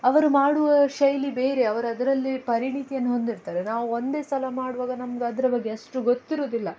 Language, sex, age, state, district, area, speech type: Kannada, female, 18-30, Karnataka, Udupi, urban, spontaneous